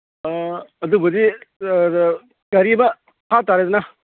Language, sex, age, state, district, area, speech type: Manipuri, male, 45-60, Manipur, Kangpokpi, urban, conversation